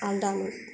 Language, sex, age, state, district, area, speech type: Bodo, female, 60+, Assam, Kokrajhar, rural, spontaneous